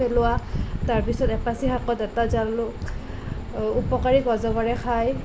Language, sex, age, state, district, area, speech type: Assamese, female, 30-45, Assam, Nalbari, rural, spontaneous